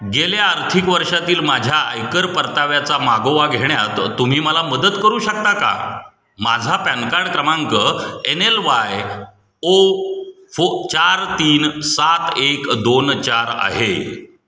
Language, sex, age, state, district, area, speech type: Marathi, male, 45-60, Maharashtra, Satara, urban, read